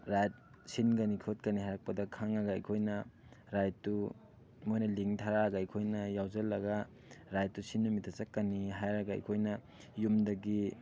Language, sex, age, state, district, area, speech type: Manipuri, male, 18-30, Manipur, Thoubal, rural, spontaneous